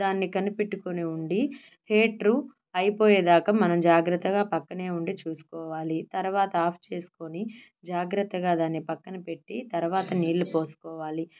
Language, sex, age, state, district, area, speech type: Telugu, female, 30-45, Andhra Pradesh, Nellore, urban, spontaneous